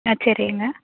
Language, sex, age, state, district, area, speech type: Tamil, female, 30-45, Tamil Nadu, Tiruppur, rural, conversation